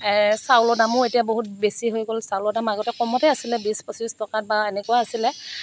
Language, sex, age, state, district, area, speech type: Assamese, female, 30-45, Assam, Morigaon, rural, spontaneous